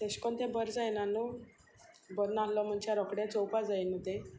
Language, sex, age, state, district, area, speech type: Goan Konkani, female, 45-60, Goa, Sanguem, rural, spontaneous